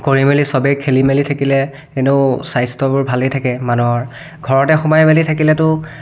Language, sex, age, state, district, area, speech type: Assamese, male, 18-30, Assam, Biswanath, rural, spontaneous